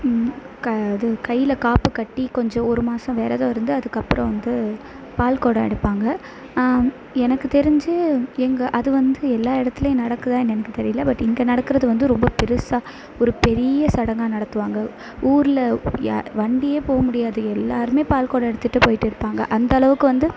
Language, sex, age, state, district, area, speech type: Tamil, female, 18-30, Tamil Nadu, Sivaganga, rural, spontaneous